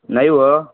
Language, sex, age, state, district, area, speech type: Marathi, male, 18-30, Maharashtra, Amravati, rural, conversation